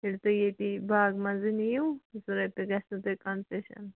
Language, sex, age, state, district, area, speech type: Kashmiri, female, 18-30, Jammu and Kashmir, Shopian, rural, conversation